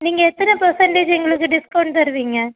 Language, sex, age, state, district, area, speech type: Tamil, female, 30-45, Tamil Nadu, Thoothukudi, rural, conversation